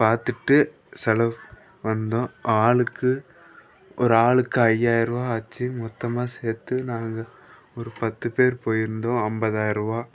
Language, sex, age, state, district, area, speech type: Tamil, male, 18-30, Tamil Nadu, Perambalur, rural, spontaneous